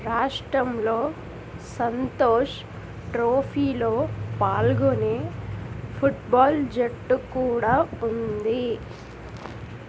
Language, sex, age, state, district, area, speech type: Telugu, female, 30-45, Andhra Pradesh, East Godavari, rural, read